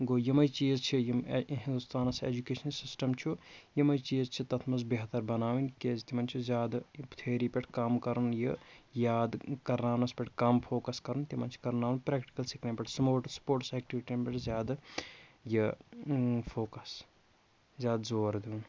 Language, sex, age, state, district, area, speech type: Kashmiri, male, 30-45, Jammu and Kashmir, Kulgam, rural, spontaneous